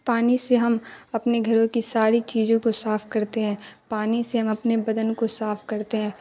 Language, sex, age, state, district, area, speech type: Urdu, female, 30-45, Bihar, Darbhanga, rural, spontaneous